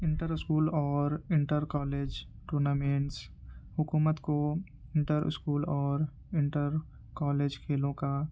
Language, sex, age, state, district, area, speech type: Urdu, male, 18-30, Uttar Pradesh, Ghaziabad, urban, spontaneous